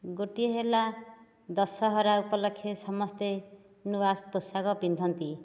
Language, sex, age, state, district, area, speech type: Odia, female, 60+, Odisha, Nayagarh, rural, spontaneous